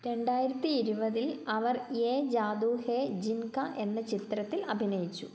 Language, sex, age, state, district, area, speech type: Malayalam, female, 30-45, Kerala, Kottayam, rural, read